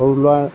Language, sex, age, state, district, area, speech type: Assamese, male, 45-60, Assam, Lakhimpur, rural, spontaneous